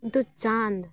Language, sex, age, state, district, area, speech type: Santali, female, 18-30, West Bengal, Paschim Bardhaman, rural, spontaneous